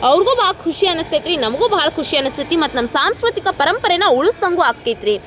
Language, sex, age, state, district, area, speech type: Kannada, female, 18-30, Karnataka, Dharwad, rural, spontaneous